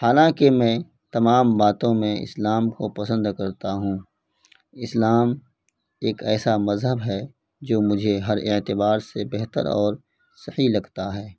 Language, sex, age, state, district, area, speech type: Urdu, male, 18-30, Bihar, Purnia, rural, spontaneous